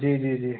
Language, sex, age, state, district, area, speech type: Hindi, male, 30-45, Uttar Pradesh, Prayagraj, rural, conversation